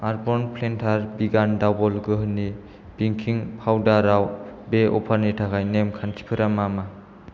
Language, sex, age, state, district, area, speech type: Bodo, male, 18-30, Assam, Kokrajhar, rural, read